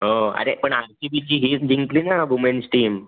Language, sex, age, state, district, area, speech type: Marathi, male, 18-30, Maharashtra, Raigad, urban, conversation